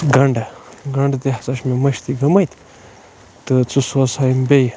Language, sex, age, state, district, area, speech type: Kashmiri, male, 30-45, Jammu and Kashmir, Baramulla, rural, spontaneous